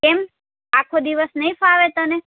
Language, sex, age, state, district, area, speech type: Gujarati, female, 30-45, Gujarat, Kheda, rural, conversation